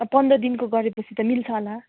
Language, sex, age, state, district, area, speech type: Nepali, female, 18-30, West Bengal, Kalimpong, rural, conversation